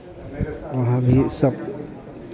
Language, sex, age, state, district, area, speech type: Hindi, male, 45-60, Bihar, Vaishali, urban, spontaneous